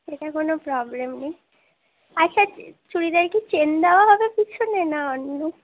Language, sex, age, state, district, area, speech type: Bengali, female, 18-30, West Bengal, Alipurduar, rural, conversation